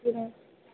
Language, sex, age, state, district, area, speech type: Hindi, female, 30-45, Madhya Pradesh, Harda, urban, conversation